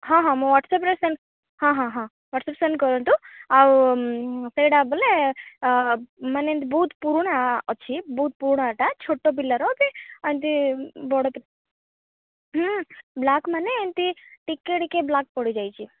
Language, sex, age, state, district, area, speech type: Odia, female, 18-30, Odisha, Malkangiri, urban, conversation